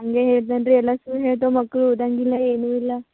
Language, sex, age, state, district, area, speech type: Kannada, female, 18-30, Karnataka, Gulbarga, rural, conversation